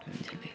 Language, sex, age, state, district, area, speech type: Maithili, female, 30-45, Bihar, Samastipur, rural, spontaneous